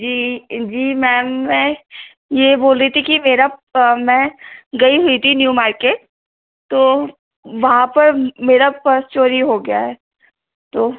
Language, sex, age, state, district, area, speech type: Hindi, female, 30-45, Madhya Pradesh, Bhopal, urban, conversation